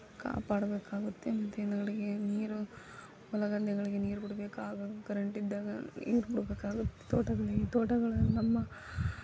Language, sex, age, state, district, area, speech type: Kannada, female, 18-30, Karnataka, Koppal, rural, spontaneous